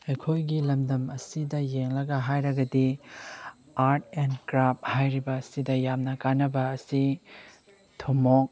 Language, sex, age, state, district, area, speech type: Manipuri, male, 30-45, Manipur, Chandel, rural, spontaneous